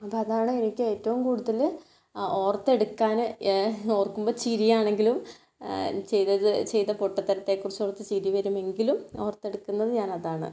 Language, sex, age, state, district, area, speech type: Malayalam, female, 18-30, Kerala, Kannur, rural, spontaneous